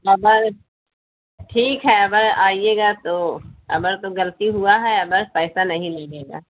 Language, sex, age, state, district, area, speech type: Urdu, female, 60+, Bihar, Gaya, urban, conversation